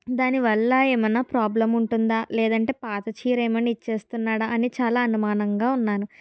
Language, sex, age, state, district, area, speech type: Telugu, female, 30-45, Andhra Pradesh, Kakinada, rural, spontaneous